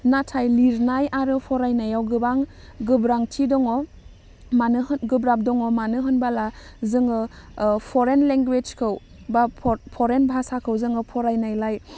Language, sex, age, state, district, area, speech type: Bodo, female, 18-30, Assam, Udalguri, urban, spontaneous